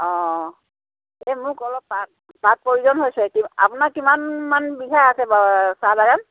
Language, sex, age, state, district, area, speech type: Assamese, female, 60+, Assam, Dhemaji, rural, conversation